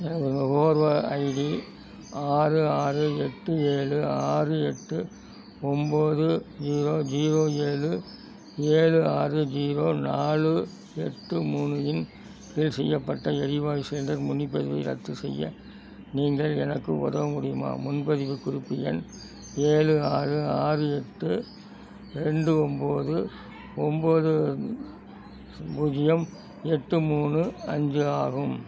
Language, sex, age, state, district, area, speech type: Tamil, male, 60+, Tamil Nadu, Thanjavur, rural, read